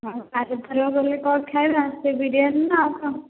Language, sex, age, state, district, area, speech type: Odia, female, 18-30, Odisha, Dhenkanal, rural, conversation